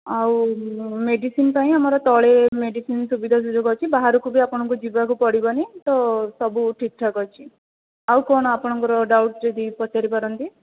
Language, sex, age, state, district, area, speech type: Odia, female, 18-30, Odisha, Jajpur, rural, conversation